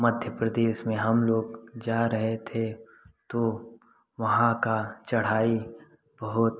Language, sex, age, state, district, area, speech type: Hindi, male, 18-30, Uttar Pradesh, Prayagraj, rural, spontaneous